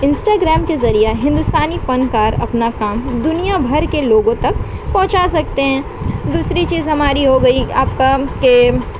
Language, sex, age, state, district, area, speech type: Urdu, female, 18-30, West Bengal, Kolkata, urban, spontaneous